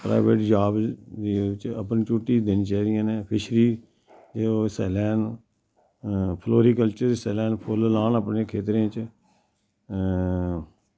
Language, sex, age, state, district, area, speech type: Dogri, male, 60+, Jammu and Kashmir, Samba, rural, spontaneous